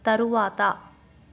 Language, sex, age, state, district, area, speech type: Telugu, female, 18-30, Telangana, Medchal, urban, read